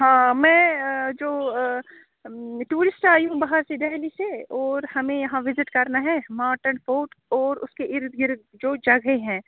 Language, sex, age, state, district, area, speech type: Urdu, female, 30-45, Jammu and Kashmir, Srinagar, urban, conversation